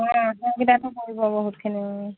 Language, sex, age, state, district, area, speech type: Assamese, female, 30-45, Assam, Dibrugarh, rural, conversation